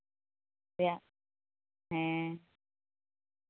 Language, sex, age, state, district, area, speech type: Santali, female, 18-30, West Bengal, Uttar Dinajpur, rural, conversation